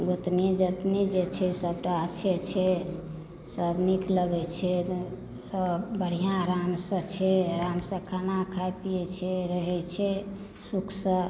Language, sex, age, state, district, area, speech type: Maithili, female, 45-60, Bihar, Madhubani, rural, spontaneous